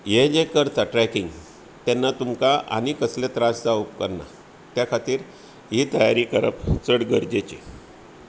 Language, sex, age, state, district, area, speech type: Goan Konkani, male, 45-60, Goa, Bardez, rural, spontaneous